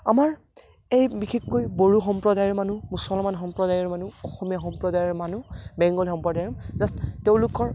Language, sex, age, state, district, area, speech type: Assamese, male, 18-30, Assam, Barpeta, rural, spontaneous